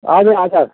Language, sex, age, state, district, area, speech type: Nepali, male, 45-60, West Bengal, Darjeeling, rural, conversation